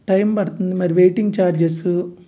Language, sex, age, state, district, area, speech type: Telugu, male, 45-60, Andhra Pradesh, Guntur, urban, spontaneous